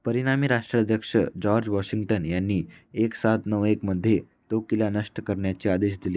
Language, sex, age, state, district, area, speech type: Marathi, male, 18-30, Maharashtra, Nanded, rural, read